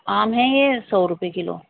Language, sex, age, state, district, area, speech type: Urdu, female, 30-45, Delhi, East Delhi, urban, conversation